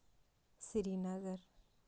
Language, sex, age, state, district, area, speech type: Kashmiri, female, 18-30, Jammu and Kashmir, Kupwara, rural, spontaneous